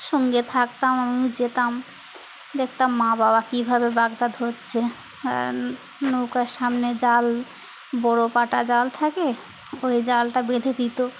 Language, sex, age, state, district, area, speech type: Bengali, female, 18-30, West Bengal, Birbhum, urban, spontaneous